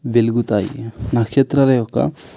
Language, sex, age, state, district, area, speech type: Telugu, male, 18-30, Telangana, Sangareddy, urban, spontaneous